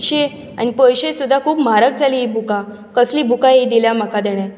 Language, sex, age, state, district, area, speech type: Goan Konkani, female, 18-30, Goa, Bardez, urban, spontaneous